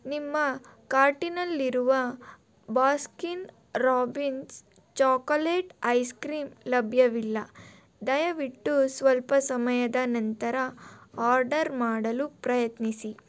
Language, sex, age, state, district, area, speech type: Kannada, female, 18-30, Karnataka, Tumkur, urban, read